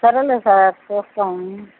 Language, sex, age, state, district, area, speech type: Telugu, female, 60+, Andhra Pradesh, Nellore, rural, conversation